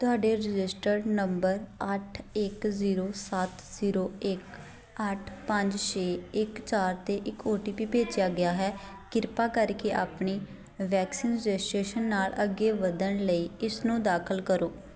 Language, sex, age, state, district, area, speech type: Punjabi, female, 18-30, Punjab, Shaheed Bhagat Singh Nagar, urban, read